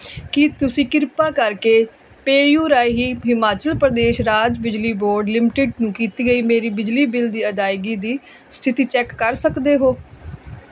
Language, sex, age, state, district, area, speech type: Punjabi, female, 45-60, Punjab, Fazilka, rural, read